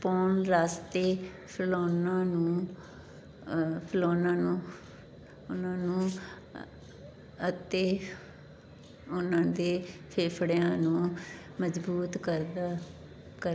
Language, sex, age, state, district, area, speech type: Punjabi, female, 60+, Punjab, Fazilka, rural, read